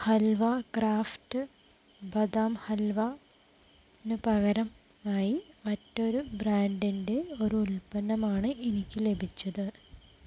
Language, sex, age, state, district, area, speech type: Malayalam, female, 60+, Kerala, Palakkad, rural, read